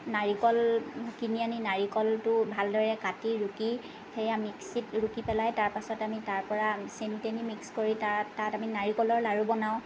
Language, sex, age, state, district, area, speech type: Assamese, female, 30-45, Assam, Lakhimpur, rural, spontaneous